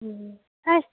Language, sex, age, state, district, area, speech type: Assamese, female, 30-45, Assam, Darrang, rural, conversation